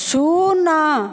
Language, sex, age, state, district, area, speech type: Odia, female, 30-45, Odisha, Dhenkanal, rural, read